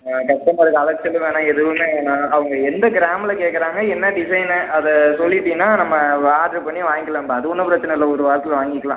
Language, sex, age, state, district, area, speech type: Tamil, male, 18-30, Tamil Nadu, Perambalur, rural, conversation